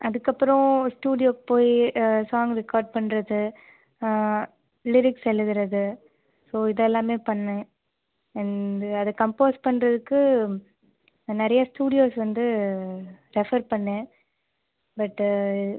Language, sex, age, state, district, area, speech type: Tamil, female, 30-45, Tamil Nadu, Ariyalur, rural, conversation